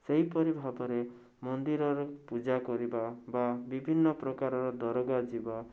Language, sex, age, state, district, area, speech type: Odia, male, 30-45, Odisha, Bhadrak, rural, spontaneous